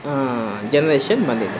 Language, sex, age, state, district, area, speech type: Kannada, male, 18-30, Karnataka, Kolar, rural, spontaneous